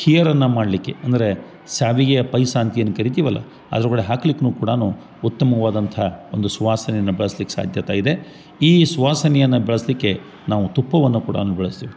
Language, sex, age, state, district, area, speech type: Kannada, male, 45-60, Karnataka, Gadag, rural, spontaneous